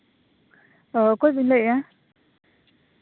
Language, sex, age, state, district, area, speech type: Santali, female, 18-30, Jharkhand, East Singhbhum, rural, conversation